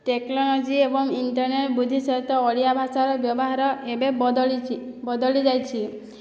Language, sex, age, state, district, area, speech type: Odia, female, 30-45, Odisha, Boudh, rural, spontaneous